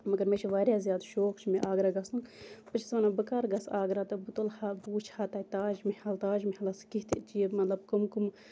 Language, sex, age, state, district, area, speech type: Kashmiri, female, 30-45, Jammu and Kashmir, Baramulla, rural, spontaneous